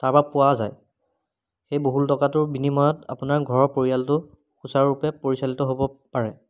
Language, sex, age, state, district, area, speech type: Assamese, male, 30-45, Assam, Biswanath, rural, spontaneous